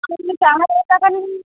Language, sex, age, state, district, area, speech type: Bengali, female, 18-30, West Bengal, Uttar Dinajpur, rural, conversation